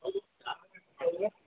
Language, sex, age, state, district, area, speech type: Kannada, male, 45-60, Karnataka, Belgaum, rural, conversation